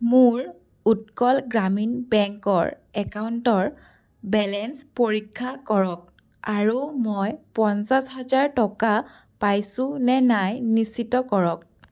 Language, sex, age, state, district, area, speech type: Assamese, female, 18-30, Assam, Biswanath, rural, read